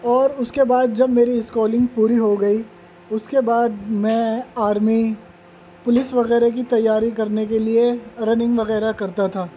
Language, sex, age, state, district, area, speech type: Urdu, male, 30-45, Delhi, North East Delhi, urban, spontaneous